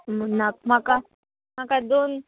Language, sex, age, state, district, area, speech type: Goan Konkani, female, 18-30, Goa, Salcete, rural, conversation